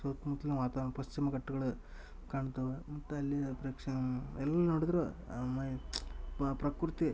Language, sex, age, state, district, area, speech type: Kannada, male, 18-30, Karnataka, Dharwad, rural, spontaneous